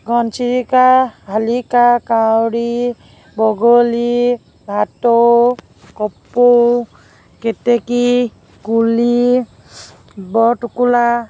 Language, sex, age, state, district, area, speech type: Assamese, female, 30-45, Assam, Nagaon, rural, spontaneous